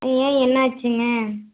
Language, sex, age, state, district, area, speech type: Tamil, female, 18-30, Tamil Nadu, Erode, rural, conversation